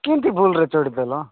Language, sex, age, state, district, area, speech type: Odia, male, 45-60, Odisha, Nabarangpur, rural, conversation